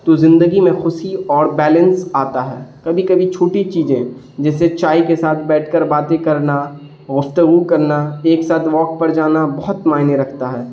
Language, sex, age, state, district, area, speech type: Urdu, male, 18-30, Bihar, Darbhanga, rural, spontaneous